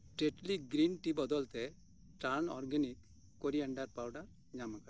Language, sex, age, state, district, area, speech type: Santali, male, 60+, West Bengal, Birbhum, rural, read